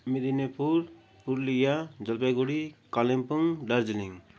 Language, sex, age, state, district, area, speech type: Nepali, male, 45-60, West Bengal, Darjeeling, rural, spontaneous